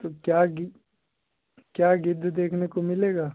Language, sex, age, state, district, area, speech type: Hindi, male, 18-30, Bihar, Darbhanga, urban, conversation